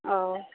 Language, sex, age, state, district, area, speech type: Maithili, female, 45-60, Bihar, Sitamarhi, rural, conversation